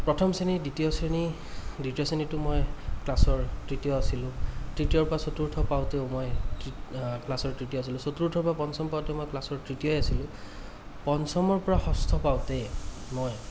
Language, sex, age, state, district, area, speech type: Assamese, male, 30-45, Assam, Kamrup Metropolitan, urban, spontaneous